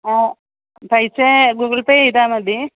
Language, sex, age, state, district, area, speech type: Malayalam, female, 45-60, Kerala, Idukki, rural, conversation